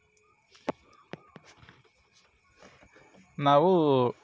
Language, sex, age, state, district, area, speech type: Kannada, male, 30-45, Karnataka, Bidar, urban, spontaneous